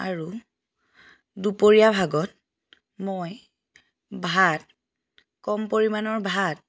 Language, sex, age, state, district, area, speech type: Assamese, female, 30-45, Assam, Majuli, rural, spontaneous